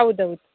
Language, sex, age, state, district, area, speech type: Kannada, female, 18-30, Karnataka, Dakshina Kannada, rural, conversation